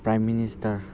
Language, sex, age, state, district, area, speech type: Bodo, male, 18-30, Assam, Udalguri, urban, spontaneous